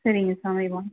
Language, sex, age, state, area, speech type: Tamil, female, 30-45, Tamil Nadu, rural, conversation